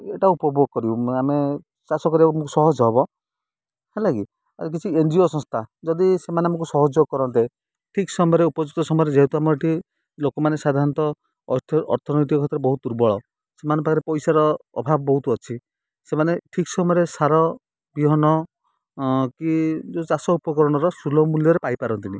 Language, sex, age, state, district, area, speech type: Odia, male, 30-45, Odisha, Kendrapara, urban, spontaneous